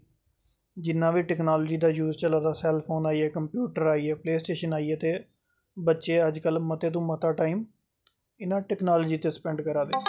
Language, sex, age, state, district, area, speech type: Dogri, male, 30-45, Jammu and Kashmir, Jammu, urban, spontaneous